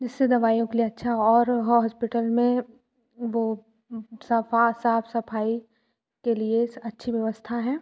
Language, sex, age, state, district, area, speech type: Hindi, female, 18-30, Madhya Pradesh, Katni, urban, spontaneous